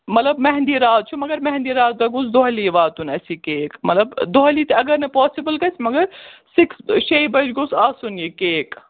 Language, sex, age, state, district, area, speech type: Kashmiri, female, 18-30, Jammu and Kashmir, Srinagar, urban, conversation